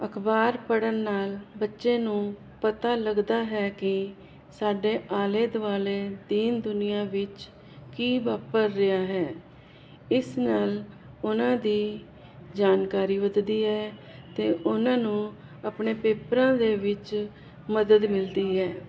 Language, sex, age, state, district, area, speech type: Punjabi, female, 45-60, Punjab, Jalandhar, urban, spontaneous